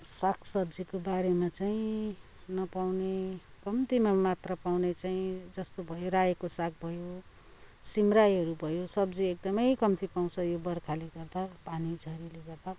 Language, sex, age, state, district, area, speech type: Nepali, female, 60+, West Bengal, Kalimpong, rural, spontaneous